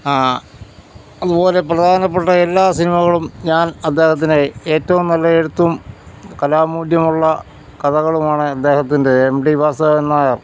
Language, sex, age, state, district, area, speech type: Malayalam, male, 60+, Kerala, Pathanamthitta, urban, spontaneous